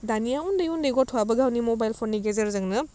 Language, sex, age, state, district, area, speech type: Bodo, female, 30-45, Assam, Udalguri, urban, spontaneous